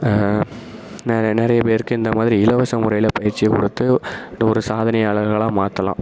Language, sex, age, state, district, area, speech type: Tamil, male, 18-30, Tamil Nadu, Perambalur, rural, spontaneous